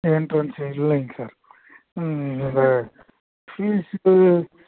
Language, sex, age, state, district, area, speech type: Tamil, male, 18-30, Tamil Nadu, Krishnagiri, rural, conversation